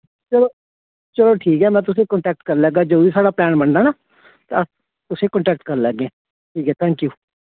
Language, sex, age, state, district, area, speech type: Dogri, male, 30-45, Jammu and Kashmir, Kathua, rural, conversation